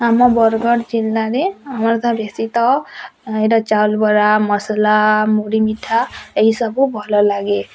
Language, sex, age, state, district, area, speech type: Odia, female, 18-30, Odisha, Bargarh, rural, spontaneous